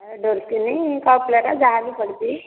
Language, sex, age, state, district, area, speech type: Odia, female, 30-45, Odisha, Nayagarh, rural, conversation